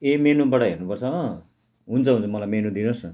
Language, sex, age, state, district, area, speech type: Nepali, male, 60+, West Bengal, Darjeeling, rural, spontaneous